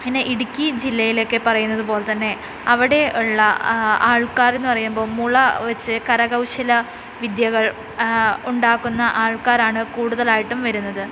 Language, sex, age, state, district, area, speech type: Malayalam, female, 18-30, Kerala, Wayanad, rural, spontaneous